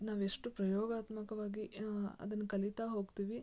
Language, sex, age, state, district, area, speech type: Kannada, female, 18-30, Karnataka, Shimoga, rural, spontaneous